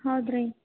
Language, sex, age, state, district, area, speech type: Kannada, female, 18-30, Karnataka, Gulbarga, urban, conversation